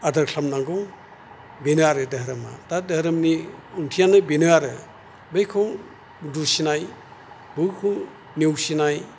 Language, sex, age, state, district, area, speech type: Bodo, male, 60+, Assam, Chirang, rural, spontaneous